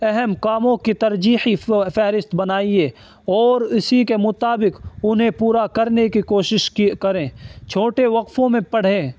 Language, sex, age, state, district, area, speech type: Urdu, male, 18-30, Uttar Pradesh, Saharanpur, urban, spontaneous